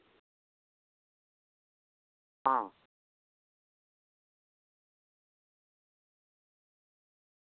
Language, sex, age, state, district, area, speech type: Dogri, male, 60+, Jammu and Kashmir, Reasi, rural, conversation